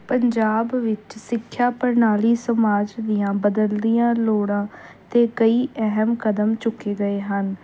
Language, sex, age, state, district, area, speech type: Punjabi, female, 18-30, Punjab, Bathinda, urban, spontaneous